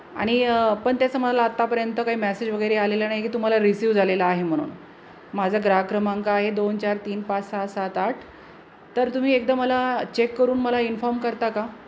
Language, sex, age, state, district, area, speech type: Marathi, female, 30-45, Maharashtra, Jalna, urban, spontaneous